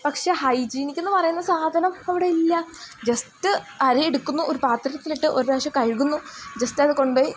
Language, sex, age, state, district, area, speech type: Malayalam, female, 18-30, Kerala, Idukki, rural, spontaneous